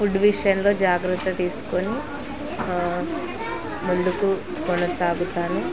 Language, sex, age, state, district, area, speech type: Telugu, female, 18-30, Andhra Pradesh, Kurnool, rural, spontaneous